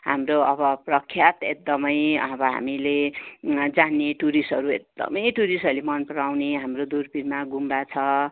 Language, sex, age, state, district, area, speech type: Nepali, female, 60+, West Bengal, Kalimpong, rural, conversation